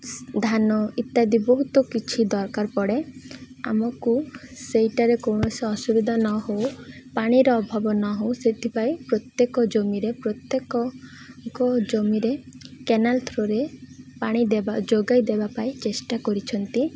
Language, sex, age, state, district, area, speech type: Odia, female, 18-30, Odisha, Malkangiri, urban, spontaneous